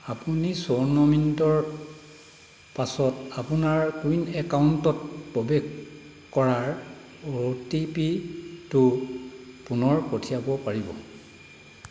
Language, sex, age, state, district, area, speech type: Assamese, male, 45-60, Assam, Dhemaji, rural, read